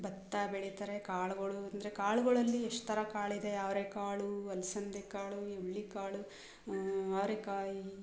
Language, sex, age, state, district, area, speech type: Kannada, female, 45-60, Karnataka, Mysore, rural, spontaneous